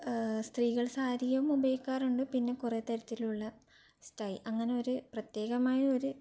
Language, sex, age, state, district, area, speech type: Malayalam, female, 18-30, Kerala, Kannur, urban, spontaneous